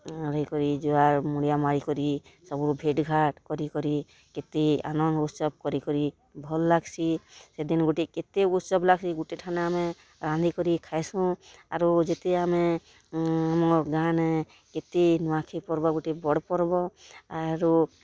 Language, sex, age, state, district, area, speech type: Odia, female, 45-60, Odisha, Kalahandi, rural, spontaneous